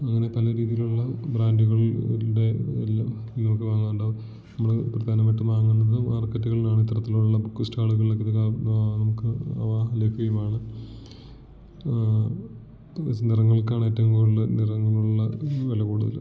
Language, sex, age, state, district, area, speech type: Malayalam, male, 18-30, Kerala, Idukki, rural, spontaneous